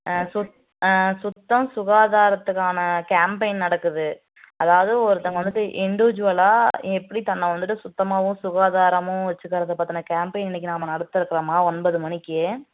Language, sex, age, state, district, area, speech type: Tamil, female, 18-30, Tamil Nadu, Namakkal, rural, conversation